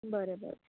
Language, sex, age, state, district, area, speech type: Goan Konkani, female, 18-30, Goa, Canacona, rural, conversation